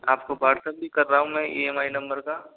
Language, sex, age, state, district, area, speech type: Hindi, male, 45-60, Rajasthan, Jodhpur, urban, conversation